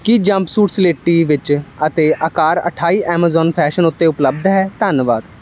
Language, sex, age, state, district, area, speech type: Punjabi, male, 18-30, Punjab, Ludhiana, rural, read